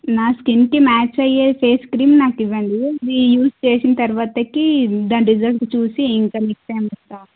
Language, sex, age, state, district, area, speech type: Telugu, female, 18-30, Telangana, Suryapet, urban, conversation